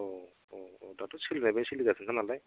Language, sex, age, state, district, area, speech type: Bodo, male, 30-45, Assam, Kokrajhar, rural, conversation